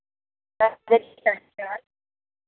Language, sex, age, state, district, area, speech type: Hindi, female, 30-45, Bihar, Begusarai, rural, conversation